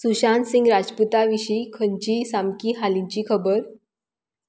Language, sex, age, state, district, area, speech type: Goan Konkani, female, 30-45, Goa, Tiswadi, rural, read